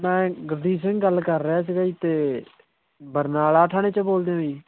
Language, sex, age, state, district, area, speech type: Punjabi, male, 30-45, Punjab, Barnala, urban, conversation